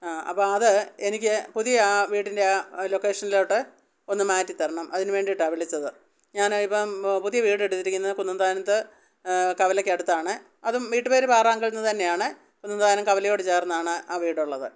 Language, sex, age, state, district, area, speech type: Malayalam, female, 60+, Kerala, Pathanamthitta, rural, spontaneous